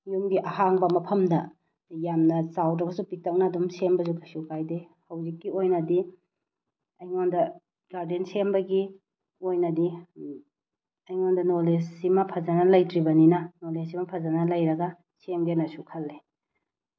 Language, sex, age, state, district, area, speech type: Manipuri, female, 30-45, Manipur, Bishnupur, rural, spontaneous